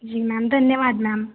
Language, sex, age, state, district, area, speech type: Hindi, female, 18-30, Madhya Pradesh, Betul, rural, conversation